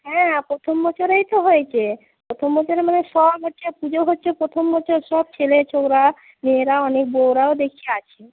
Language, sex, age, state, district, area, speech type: Bengali, female, 30-45, West Bengal, Paschim Medinipur, urban, conversation